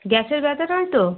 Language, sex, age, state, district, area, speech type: Bengali, female, 30-45, West Bengal, South 24 Parganas, rural, conversation